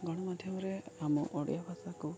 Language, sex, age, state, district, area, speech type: Odia, male, 18-30, Odisha, Koraput, urban, spontaneous